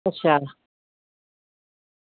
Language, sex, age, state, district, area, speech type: Dogri, female, 60+, Jammu and Kashmir, Reasi, rural, conversation